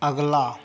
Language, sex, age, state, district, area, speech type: Hindi, male, 30-45, Bihar, Madhepura, rural, read